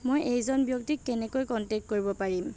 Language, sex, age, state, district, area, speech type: Assamese, female, 18-30, Assam, Nagaon, rural, read